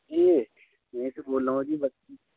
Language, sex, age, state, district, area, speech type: Urdu, male, 18-30, Uttar Pradesh, Muzaffarnagar, urban, conversation